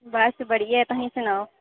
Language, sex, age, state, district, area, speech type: Dogri, female, 18-30, Jammu and Kashmir, Jammu, rural, conversation